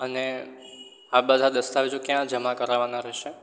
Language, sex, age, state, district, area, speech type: Gujarati, male, 18-30, Gujarat, Surat, rural, spontaneous